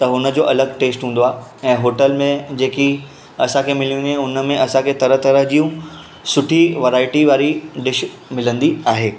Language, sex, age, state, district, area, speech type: Sindhi, male, 18-30, Maharashtra, Mumbai Suburban, urban, spontaneous